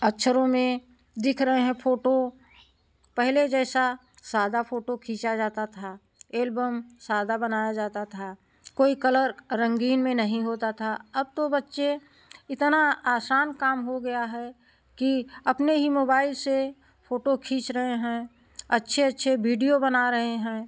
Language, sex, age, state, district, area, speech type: Hindi, female, 60+, Uttar Pradesh, Prayagraj, urban, spontaneous